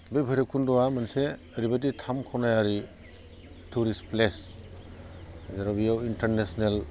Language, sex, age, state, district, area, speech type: Bodo, male, 30-45, Assam, Udalguri, urban, spontaneous